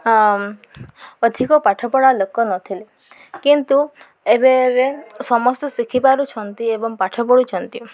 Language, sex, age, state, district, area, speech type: Odia, female, 30-45, Odisha, Koraput, urban, spontaneous